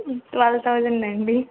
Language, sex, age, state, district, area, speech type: Telugu, female, 18-30, Andhra Pradesh, Srikakulam, urban, conversation